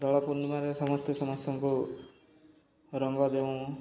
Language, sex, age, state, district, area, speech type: Odia, male, 30-45, Odisha, Subarnapur, urban, spontaneous